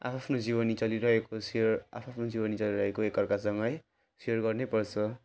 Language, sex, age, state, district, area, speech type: Nepali, male, 18-30, West Bengal, Jalpaiguri, rural, spontaneous